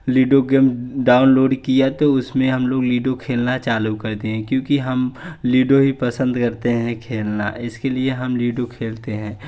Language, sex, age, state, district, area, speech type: Hindi, male, 18-30, Uttar Pradesh, Jaunpur, rural, spontaneous